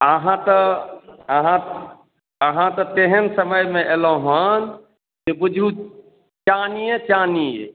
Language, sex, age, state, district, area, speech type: Maithili, male, 45-60, Bihar, Madhubani, rural, conversation